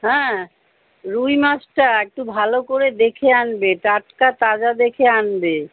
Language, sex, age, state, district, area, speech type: Bengali, female, 60+, West Bengal, Kolkata, urban, conversation